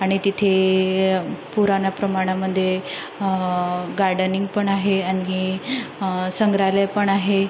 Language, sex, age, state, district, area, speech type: Marathi, female, 30-45, Maharashtra, Nagpur, urban, spontaneous